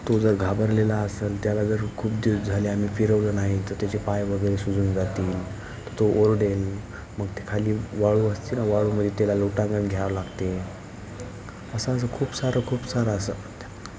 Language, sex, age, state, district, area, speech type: Marathi, male, 18-30, Maharashtra, Nanded, urban, spontaneous